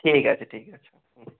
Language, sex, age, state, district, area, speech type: Bengali, male, 18-30, West Bengal, Kolkata, urban, conversation